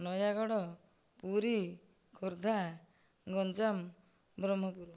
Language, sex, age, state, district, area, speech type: Odia, female, 45-60, Odisha, Nayagarh, rural, spontaneous